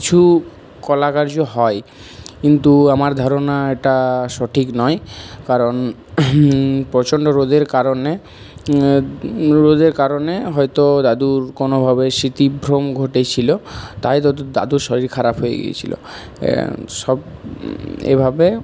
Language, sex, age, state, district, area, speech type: Bengali, male, 30-45, West Bengal, Purulia, urban, spontaneous